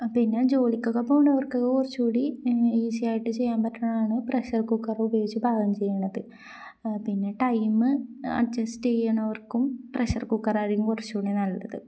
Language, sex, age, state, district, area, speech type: Malayalam, female, 18-30, Kerala, Kozhikode, rural, spontaneous